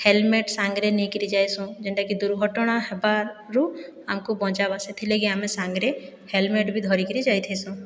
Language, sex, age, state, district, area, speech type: Odia, female, 60+, Odisha, Boudh, rural, spontaneous